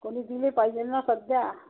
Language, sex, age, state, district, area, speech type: Marathi, female, 60+, Maharashtra, Wardha, rural, conversation